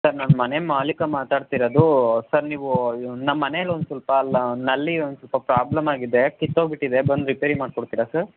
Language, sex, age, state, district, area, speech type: Kannada, male, 18-30, Karnataka, Chikkaballapur, urban, conversation